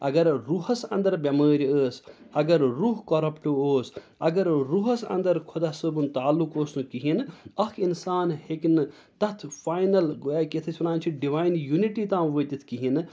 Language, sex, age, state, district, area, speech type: Kashmiri, male, 30-45, Jammu and Kashmir, Srinagar, urban, spontaneous